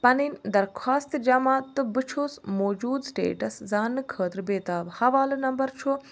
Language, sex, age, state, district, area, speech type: Kashmiri, female, 30-45, Jammu and Kashmir, Ganderbal, rural, read